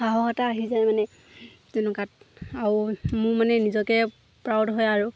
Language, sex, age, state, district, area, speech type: Assamese, female, 18-30, Assam, Lakhimpur, rural, spontaneous